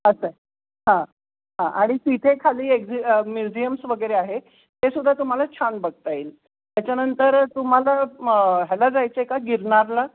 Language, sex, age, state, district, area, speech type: Marathi, female, 60+, Maharashtra, Kolhapur, urban, conversation